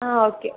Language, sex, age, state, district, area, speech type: Malayalam, male, 18-30, Kerala, Kozhikode, urban, conversation